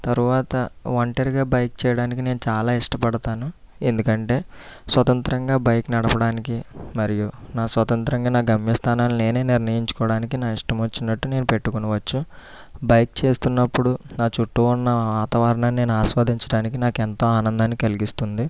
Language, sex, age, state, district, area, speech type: Telugu, male, 30-45, Andhra Pradesh, East Godavari, rural, spontaneous